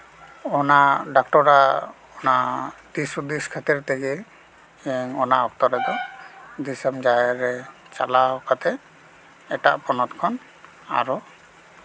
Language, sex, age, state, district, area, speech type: Santali, male, 30-45, West Bengal, Paschim Bardhaman, rural, spontaneous